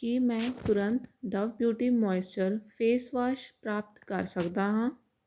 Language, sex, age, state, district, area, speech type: Punjabi, female, 18-30, Punjab, Jalandhar, urban, read